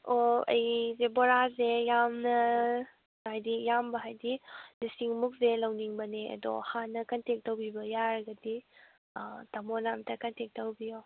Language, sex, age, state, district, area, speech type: Manipuri, female, 18-30, Manipur, Kakching, rural, conversation